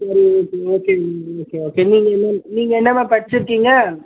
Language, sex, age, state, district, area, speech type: Tamil, male, 30-45, Tamil Nadu, Krishnagiri, rural, conversation